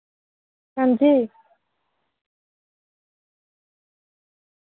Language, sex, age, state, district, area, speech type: Dogri, female, 30-45, Jammu and Kashmir, Udhampur, rural, conversation